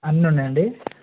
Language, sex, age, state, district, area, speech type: Telugu, male, 18-30, Telangana, Nagarkurnool, urban, conversation